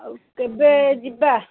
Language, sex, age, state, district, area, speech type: Odia, female, 45-60, Odisha, Angul, rural, conversation